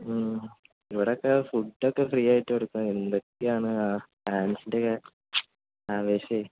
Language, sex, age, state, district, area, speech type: Malayalam, male, 18-30, Kerala, Palakkad, urban, conversation